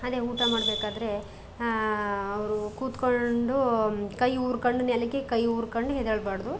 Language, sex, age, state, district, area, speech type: Kannada, female, 30-45, Karnataka, Chamarajanagar, rural, spontaneous